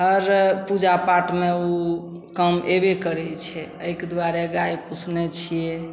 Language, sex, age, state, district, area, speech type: Maithili, female, 45-60, Bihar, Samastipur, rural, spontaneous